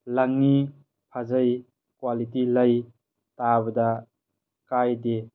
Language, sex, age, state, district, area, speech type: Manipuri, male, 18-30, Manipur, Tengnoupal, rural, spontaneous